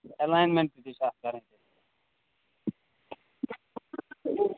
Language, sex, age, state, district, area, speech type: Kashmiri, male, 18-30, Jammu and Kashmir, Kupwara, rural, conversation